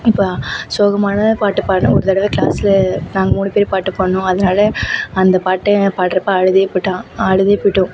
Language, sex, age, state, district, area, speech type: Tamil, female, 18-30, Tamil Nadu, Thanjavur, urban, spontaneous